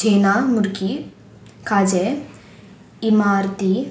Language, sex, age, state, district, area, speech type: Goan Konkani, female, 18-30, Goa, Murmgao, urban, spontaneous